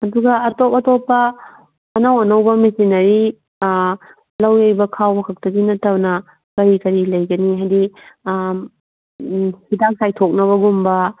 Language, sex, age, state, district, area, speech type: Manipuri, female, 30-45, Manipur, Kangpokpi, urban, conversation